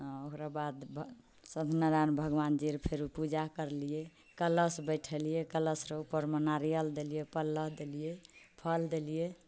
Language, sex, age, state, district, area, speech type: Maithili, female, 45-60, Bihar, Purnia, urban, spontaneous